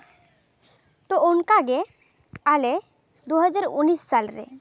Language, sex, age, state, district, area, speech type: Santali, female, 18-30, West Bengal, Jhargram, rural, spontaneous